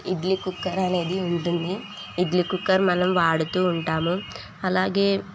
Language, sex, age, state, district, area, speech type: Telugu, female, 18-30, Telangana, Sangareddy, urban, spontaneous